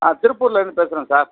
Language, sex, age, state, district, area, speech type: Tamil, male, 45-60, Tamil Nadu, Tiruppur, rural, conversation